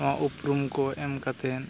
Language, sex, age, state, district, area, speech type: Santali, male, 18-30, West Bengal, Purulia, rural, spontaneous